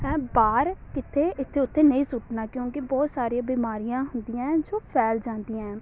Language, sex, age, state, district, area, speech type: Punjabi, female, 18-30, Punjab, Amritsar, urban, spontaneous